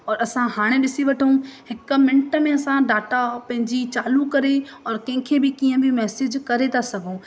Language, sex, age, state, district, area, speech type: Sindhi, female, 18-30, Madhya Pradesh, Katni, rural, spontaneous